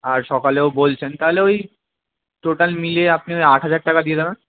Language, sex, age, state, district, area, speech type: Bengali, male, 18-30, West Bengal, Kolkata, urban, conversation